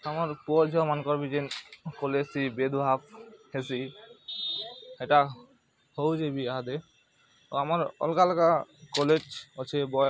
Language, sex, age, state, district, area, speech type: Odia, male, 18-30, Odisha, Bargarh, urban, spontaneous